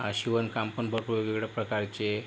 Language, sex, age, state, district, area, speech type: Marathi, male, 18-30, Maharashtra, Yavatmal, rural, spontaneous